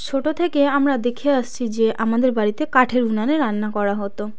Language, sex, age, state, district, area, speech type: Bengali, female, 18-30, West Bengal, South 24 Parganas, rural, spontaneous